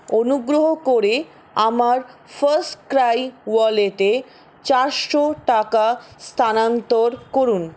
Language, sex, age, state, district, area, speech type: Bengali, female, 60+, West Bengal, Paschim Bardhaman, rural, read